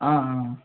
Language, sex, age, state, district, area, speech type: Tamil, male, 18-30, Tamil Nadu, Madurai, urban, conversation